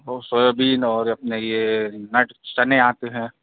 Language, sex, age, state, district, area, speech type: Hindi, male, 45-60, Madhya Pradesh, Hoshangabad, rural, conversation